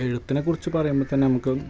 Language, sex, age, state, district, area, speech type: Malayalam, male, 18-30, Kerala, Malappuram, rural, spontaneous